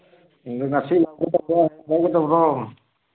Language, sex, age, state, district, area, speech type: Manipuri, male, 60+, Manipur, Churachandpur, urban, conversation